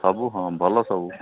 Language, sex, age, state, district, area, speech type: Odia, male, 45-60, Odisha, Sambalpur, rural, conversation